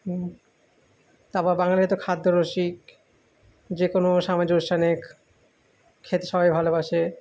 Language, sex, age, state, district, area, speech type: Bengali, male, 18-30, West Bengal, South 24 Parganas, urban, spontaneous